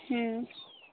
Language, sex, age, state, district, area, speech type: Odia, female, 18-30, Odisha, Nuapada, urban, conversation